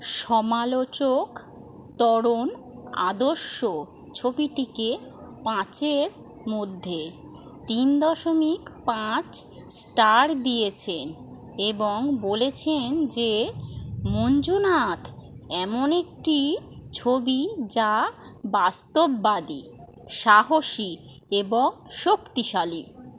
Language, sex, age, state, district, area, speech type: Bengali, female, 30-45, West Bengal, North 24 Parganas, urban, read